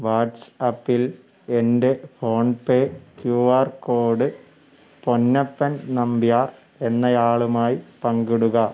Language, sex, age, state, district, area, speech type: Malayalam, male, 45-60, Kerala, Wayanad, rural, read